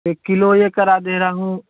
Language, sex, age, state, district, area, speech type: Hindi, male, 18-30, Uttar Pradesh, Jaunpur, rural, conversation